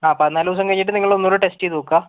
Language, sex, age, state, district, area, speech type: Malayalam, male, 18-30, Kerala, Wayanad, rural, conversation